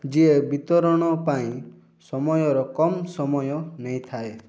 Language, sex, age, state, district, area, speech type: Odia, male, 18-30, Odisha, Rayagada, urban, read